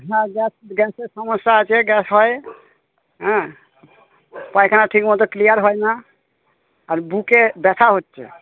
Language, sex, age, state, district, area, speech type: Bengali, male, 60+, West Bengal, Purba Bardhaman, urban, conversation